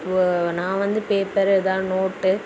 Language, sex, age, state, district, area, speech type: Tamil, female, 18-30, Tamil Nadu, Kanyakumari, rural, spontaneous